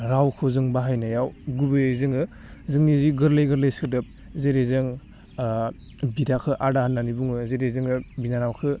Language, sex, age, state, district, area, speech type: Bodo, male, 18-30, Assam, Udalguri, urban, spontaneous